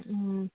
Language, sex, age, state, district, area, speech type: Manipuri, female, 45-60, Manipur, Churachandpur, urban, conversation